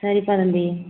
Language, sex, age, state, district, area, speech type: Tamil, female, 18-30, Tamil Nadu, Ariyalur, rural, conversation